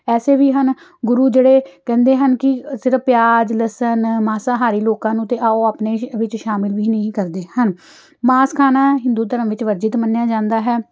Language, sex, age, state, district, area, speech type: Punjabi, female, 45-60, Punjab, Amritsar, urban, spontaneous